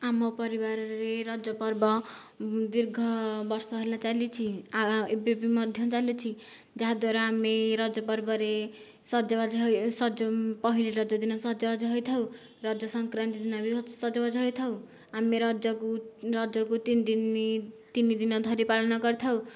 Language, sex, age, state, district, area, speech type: Odia, female, 18-30, Odisha, Nayagarh, rural, spontaneous